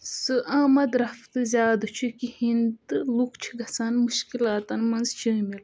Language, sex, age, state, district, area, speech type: Kashmiri, female, 18-30, Jammu and Kashmir, Budgam, rural, spontaneous